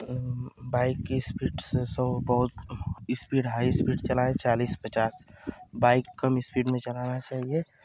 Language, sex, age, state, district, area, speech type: Hindi, male, 18-30, Uttar Pradesh, Ghazipur, urban, spontaneous